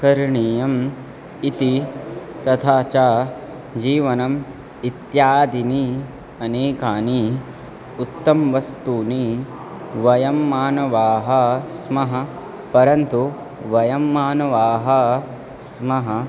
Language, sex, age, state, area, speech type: Sanskrit, male, 18-30, Uttar Pradesh, rural, spontaneous